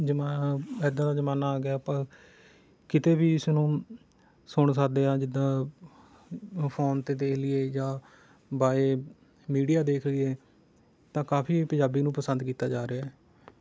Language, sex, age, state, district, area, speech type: Punjabi, male, 30-45, Punjab, Rupnagar, rural, spontaneous